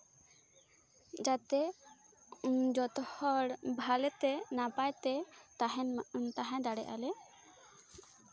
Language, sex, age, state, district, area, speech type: Santali, female, 18-30, West Bengal, Bankura, rural, spontaneous